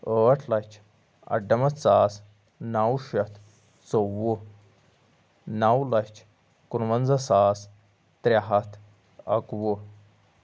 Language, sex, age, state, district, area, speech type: Kashmiri, male, 30-45, Jammu and Kashmir, Anantnag, rural, spontaneous